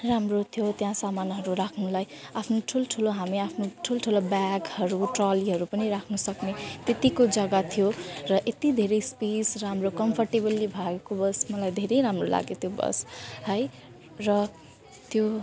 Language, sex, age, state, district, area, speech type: Nepali, female, 18-30, West Bengal, Jalpaiguri, rural, spontaneous